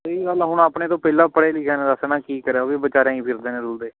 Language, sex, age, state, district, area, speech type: Punjabi, male, 18-30, Punjab, Patiala, urban, conversation